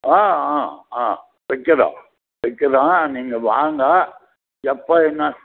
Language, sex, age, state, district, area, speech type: Tamil, male, 60+, Tamil Nadu, Krishnagiri, rural, conversation